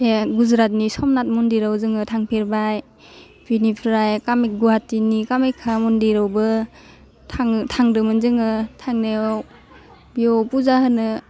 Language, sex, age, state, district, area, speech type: Bodo, female, 18-30, Assam, Udalguri, urban, spontaneous